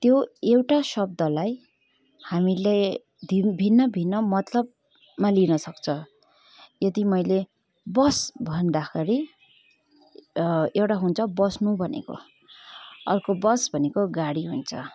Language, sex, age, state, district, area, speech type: Nepali, female, 18-30, West Bengal, Kalimpong, rural, spontaneous